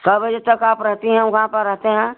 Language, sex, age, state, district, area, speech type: Hindi, female, 60+, Uttar Pradesh, Chandauli, rural, conversation